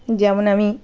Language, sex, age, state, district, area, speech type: Bengali, female, 30-45, West Bengal, Birbhum, urban, spontaneous